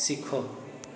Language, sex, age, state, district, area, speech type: Odia, male, 45-60, Odisha, Boudh, rural, read